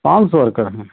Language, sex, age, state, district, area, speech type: Hindi, male, 60+, Uttar Pradesh, Ayodhya, rural, conversation